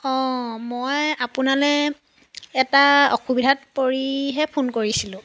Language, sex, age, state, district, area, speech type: Assamese, female, 30-45, Assam, Jorhat, urban, spontaneous